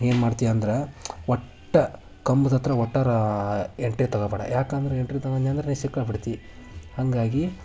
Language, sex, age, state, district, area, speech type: Kannada, male, 18-30, Karnataka, Haveri, rural, spontaneous